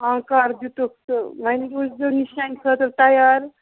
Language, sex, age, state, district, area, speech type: Kashmiri, male, 60+, Jammu and Kashmir, Ganderbal, rural, conversation